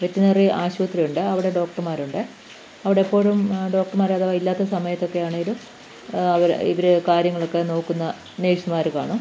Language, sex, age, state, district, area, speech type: Malayalam, female, 45-60, Kerala, Pathanamthitta, rural, spontaneous